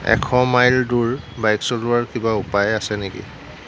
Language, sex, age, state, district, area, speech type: Assamese, male, 18-30, Assam, Lakhimpur, rural, read